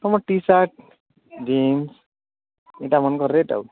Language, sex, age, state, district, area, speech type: Odia, male, 45-60, Odisha, Nuapada, urban, conversation